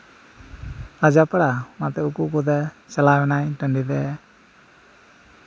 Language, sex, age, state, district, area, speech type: Santali, male, 30-45, West Bengal, Birbhum, rural, spontaneous